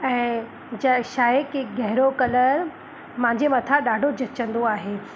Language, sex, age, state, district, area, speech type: Sindhi, female, 30-45, Madhya Pradesh, Katni, urban, spontaneous